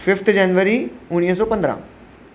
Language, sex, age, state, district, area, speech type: Sindhi, male, 30-45, Maharashtra, Mumbai Suburban, urban, spontaneous